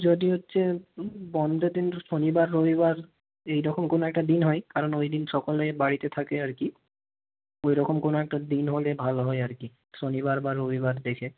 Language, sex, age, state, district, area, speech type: Bengali, male, 18-30, West Bengal, South 24 Parganas, rural, conversation